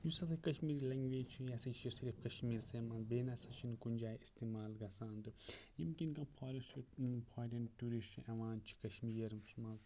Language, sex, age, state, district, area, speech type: Kashmiri, male, 30-45, Jammu and Kashmir, Kupwara, rural, spontaneous